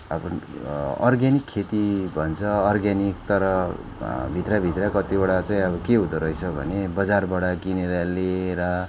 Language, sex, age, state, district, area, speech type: Nepali, male, 30-45, West Bengal, Darjeeling, rural, spontaneous